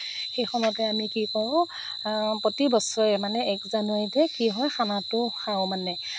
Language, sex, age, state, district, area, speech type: Assamese, female, 30-45, Assam, Morigaon, rural, spontaneous